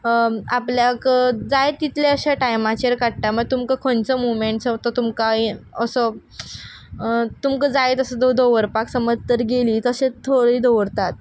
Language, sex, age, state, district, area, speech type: Goan Konkani, female, 18-30, Goa, Quepem, rural, spontaneous